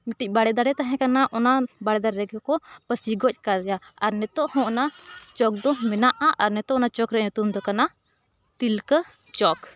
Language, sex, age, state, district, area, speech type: Santali, female, 18-30, Jharkhand, Bokaro, rural, spontaneous